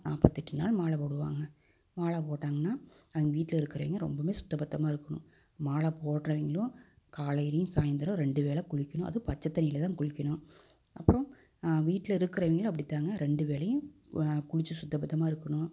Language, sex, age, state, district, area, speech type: Tamil, female, 30-45, Tamil Nadu, Coimbatore, urban, spontaneous